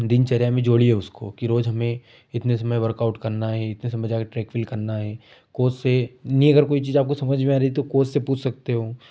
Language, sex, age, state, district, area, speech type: Hindi, male, 18-30, Madhya Pradesh, Ujjain, rural, spontaneous